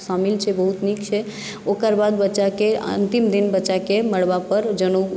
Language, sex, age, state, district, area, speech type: Maithili, female, 30-45, Bihar, Madhubani, rural, spontaneous